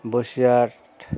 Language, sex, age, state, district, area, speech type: Bengali, male, 60+, West Bengal, Bankura, urban, spontaneous